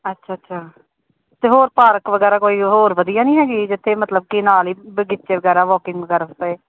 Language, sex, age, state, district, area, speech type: Punjabi, female, 30-45, Punjab, Gurdaspur, urban, conversation